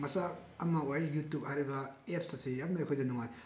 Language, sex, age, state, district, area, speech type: Manipuri, male, 18-30, Manipur, Bishnupur, rural, spontaneous